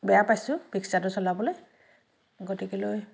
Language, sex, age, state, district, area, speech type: Assamese, female, 60+, Assam, Dhemaji, urban, spontaneous